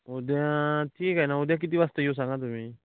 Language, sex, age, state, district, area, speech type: Marathi, male, 18-30, Maharashtra, Amravati, urban, conversation